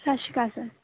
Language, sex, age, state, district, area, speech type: Punjabi, female, 18-30, Punjab, Muktsar, urban, conversation